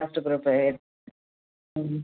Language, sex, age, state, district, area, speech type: Tamil, female, 60+, Tamil Nadu, Cuddalore, rural, conversation